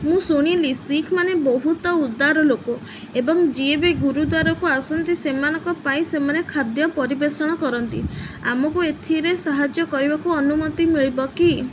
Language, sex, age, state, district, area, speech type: Odia, female, 18-30, Odisha, Sundergarh, urban, read